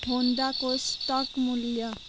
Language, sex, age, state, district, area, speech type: Nepali, female, 18-30, West Bengal, Kalimpong, rural, read